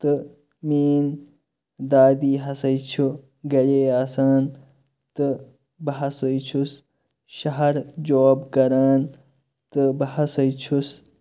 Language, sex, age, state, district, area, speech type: Kashmiri, male, 30-45, Jammu and Kashmir, Kupwara, rural, spontaneous